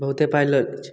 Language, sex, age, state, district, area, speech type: Maithili, male, 18-30, Bihar, Samastipur, rural, spontaneous